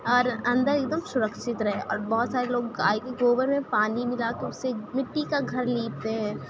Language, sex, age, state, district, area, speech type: Urdu, female, 18-30, Delhi, Central Delhi, rural, spontaneous